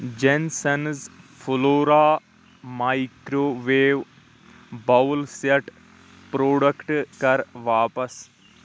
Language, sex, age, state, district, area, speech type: Kashmiri, male, 30-45, Jammu and Kashmir, Anantnag, rural, read